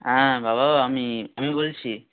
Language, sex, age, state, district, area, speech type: Bengali, male, 18-30, West Bengal, Howrah, urban, conversation